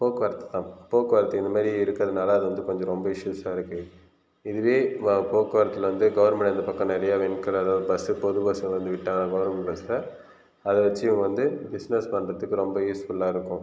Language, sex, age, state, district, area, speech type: Tamil, male, 18-30, Tamil Nadu, Viluppuram, rural, spontaneous